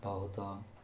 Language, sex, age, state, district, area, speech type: Odia, male, 18-30, Odisha, Ganjam, urban, spontaneous